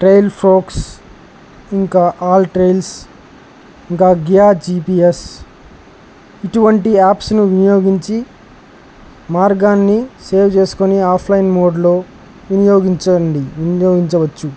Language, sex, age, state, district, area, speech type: Telugu, male, 18-30, Andhra Pradesh, Nandyal, urban, spontaneous